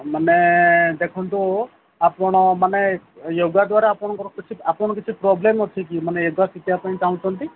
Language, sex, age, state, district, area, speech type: Odia, male, 45-60, Odisha, Sundergarh, rural, conversation